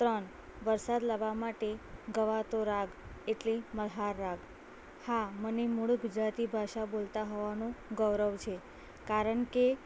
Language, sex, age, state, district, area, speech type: Gujarati, female, 18-30, Gujarat, Anand, rural, spontaneous